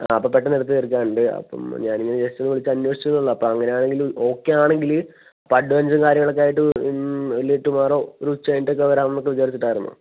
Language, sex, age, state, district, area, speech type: Malayalam, female, 18-30, Kerala, Kozhikode, urban, conversation